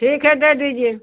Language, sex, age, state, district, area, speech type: Hindi, female, 60+, Uttar Pradesh, Jaunpur, rural, conversation